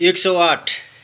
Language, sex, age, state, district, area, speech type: Nepali, male, 60+, West Bengal, Kalimpong, rural, spontaneous